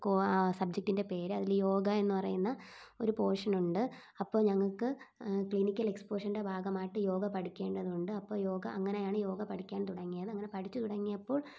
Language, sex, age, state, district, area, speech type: Malayalam, female, 18-30, Kerala, Thiruvananthapuram, rural, spontaneous